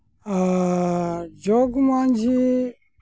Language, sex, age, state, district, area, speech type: Santali, male, 45-60, West Bengal, Malda, rural, spontaneous